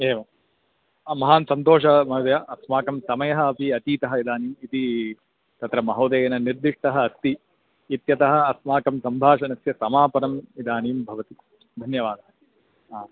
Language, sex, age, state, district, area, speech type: Sanskrit, male, 45-60, Karnataka, Bangalore Urban, urban, conversation